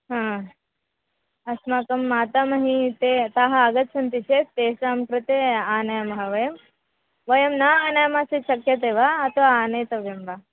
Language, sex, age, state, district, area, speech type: Sanskrit, female, 18-30, Karnataka, Dharwad, urban, conversation